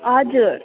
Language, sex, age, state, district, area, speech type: Nepali, female, 18-30, West Bengal, Alipurduar, urban, conversation